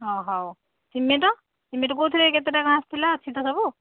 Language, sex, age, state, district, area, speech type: Odia, female, 30-45, Odisha, Nayagarh, rural, conversation